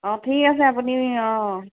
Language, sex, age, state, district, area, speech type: Assamese, female, 45-60, Assam, Charaideo, urban, conversation